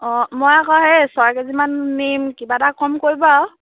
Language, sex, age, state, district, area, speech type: Assamese, female, 18-30, Assam, Sivasagar, rural, conversation